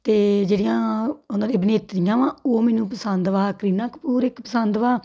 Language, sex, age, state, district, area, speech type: Punjabi, female, 30-45, Punjab, Tarn Taran, rural, spontaneous